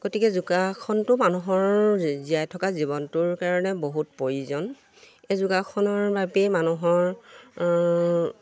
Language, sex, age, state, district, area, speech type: Assamese, female, 45-60, Assam, Dibrugarh, rural, spontaneous